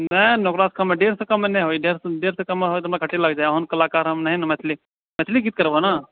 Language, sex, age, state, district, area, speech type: Maithili, male, 18-30, Bihar, Purnia, urban, conversation